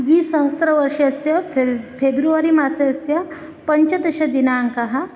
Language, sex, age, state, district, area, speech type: Sanskrit, female, 30-45, Maharashtra, Nagpur, urban, spontaneous